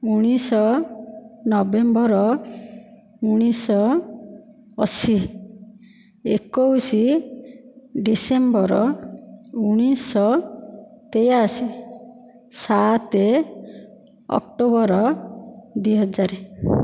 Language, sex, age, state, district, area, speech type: Odia, female, 30-45, Odisha, Dhenkanal, rural, spontaneous